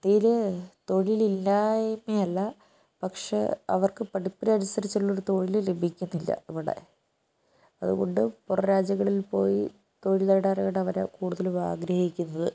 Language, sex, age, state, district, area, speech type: Malayalam, female, 60+, Kerala, Wayanad, rural, spontaneous